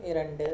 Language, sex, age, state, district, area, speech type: Tamil, male, 18-30, Tamil Nadu, Krishnagiri, rural, read